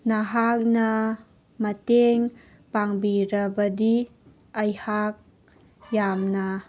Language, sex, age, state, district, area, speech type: Manipuri, female, 18-30, Manipur, Kangpokpi, urban, read